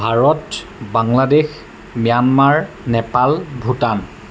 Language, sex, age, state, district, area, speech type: Assamese, male, 18-30, Assam, Jorhat, urban, spontaneous